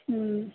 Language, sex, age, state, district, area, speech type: Kannada, male, 30-45, Karnataka, Belgaum, urban, conversation